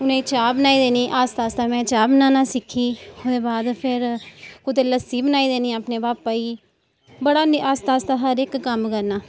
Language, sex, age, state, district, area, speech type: Dogri, female, 30-45, Jammu and Kashmir, Samba, rural, spontaneous